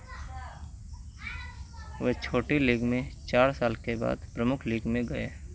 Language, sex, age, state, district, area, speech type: Hindi, male, 30-45, Uttar Pradesh, Hardoi, rural, read